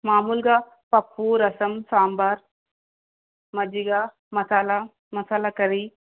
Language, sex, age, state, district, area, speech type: Telugu, female, 30-45, Telangana, Nagarkurnool, urban, conversation